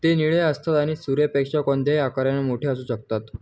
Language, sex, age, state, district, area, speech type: Marathi, male, 18-30, Maharashtra, Jalna, urban, read